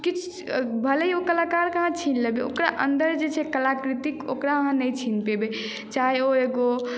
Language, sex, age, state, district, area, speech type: Maithili, male, 18-30, Bihar, Madhubani, rural, spontaneous